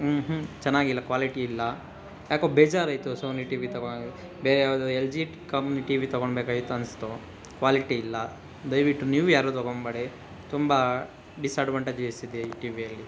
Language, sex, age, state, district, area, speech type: Kannada, male, 60+, Karnataka, Kolar, rural, spontaneous